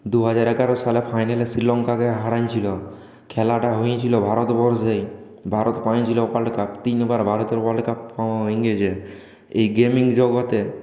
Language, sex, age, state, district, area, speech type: Bengali, male, 18-30, West Bengal, Purulia, urban, spontaneous